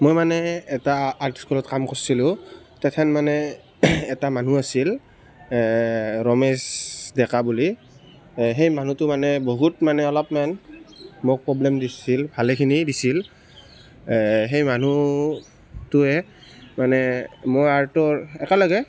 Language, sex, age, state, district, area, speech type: Assamese, male, 18-30, Assam, Biswanath, rural, spontaneous